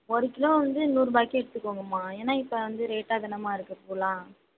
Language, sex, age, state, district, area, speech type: Tamil, female, 18-30, Tamil Nadu, Mayiladuthurai, rural, conversation